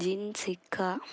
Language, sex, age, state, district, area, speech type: Telugu, female, 18-30, Andhra Pradesh, Annamaya, rural, spontaneous